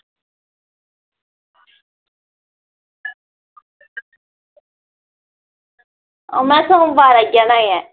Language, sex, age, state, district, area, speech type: Dogri, female, 18-30, Jammu and Kashmir, Kathua, rural, conversation